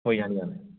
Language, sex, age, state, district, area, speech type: Manipuri, male, 18-30, Manipur, Imphal West, urban, conversation